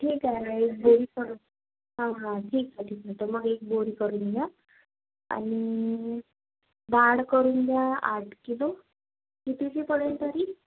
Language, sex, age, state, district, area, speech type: Marathi, female, 18-30, Maharashtra, Nagpur, urban, conversation